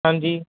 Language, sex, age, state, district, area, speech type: Punjabi, male, 30-45, Punjab, Barnala, rural, conversation